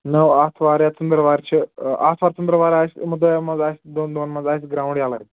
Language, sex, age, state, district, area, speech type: Kashmiri, male, 18-30, Jammu and Kashmir, Ganderbal, rural, conversation